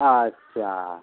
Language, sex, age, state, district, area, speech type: Bengali, male, 45-60, West Bengal, Dakshin Dinajpur, rural, conversation